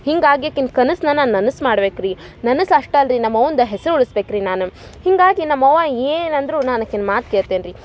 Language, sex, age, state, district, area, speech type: Kannada, female, 18-30, Karnataka, Dharwad, rural, spontaneous